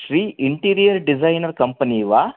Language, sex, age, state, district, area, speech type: Sanskrit, male, 45-60, Karnataka, Chamarajanagar, urban, conversation